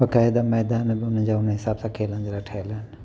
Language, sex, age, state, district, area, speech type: Sindhi, male, 30-45, Gujarat, Kutch, urban, spontaneous